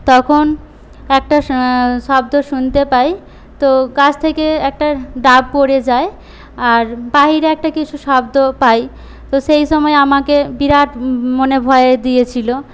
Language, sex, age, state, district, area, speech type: Bengali, female, 18-30, West Bengal, Paschim Medinipur, rural, spontaneous